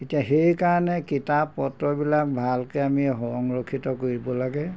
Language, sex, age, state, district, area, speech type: Assamese, male, 60+, Assam, Golaghat, urban, spontaneous